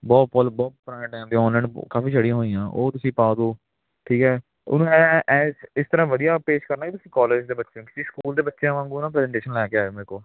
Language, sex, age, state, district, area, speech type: Punjabi, male, 18-30, Punjab, Hoshiarpur, urban, conversation